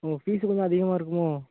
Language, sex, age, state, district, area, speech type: Tamil, male, 18-30, Tamil Nadu, Thoothukudi, rural, conversation